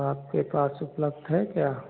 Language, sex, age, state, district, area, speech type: Hindi, male, 45-60, Uttar Pradesh, Hardoi, rural, conversation